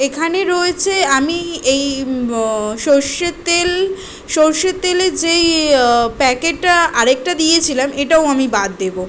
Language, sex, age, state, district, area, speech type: Bengali, female, 18-30, West Bengal, Kolkata, urban, spontaneous